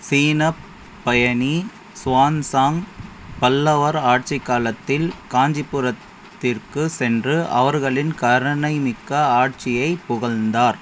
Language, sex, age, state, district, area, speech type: Tamil, male, 30-45, Tamil Nadu, Krishnagiri, rural, read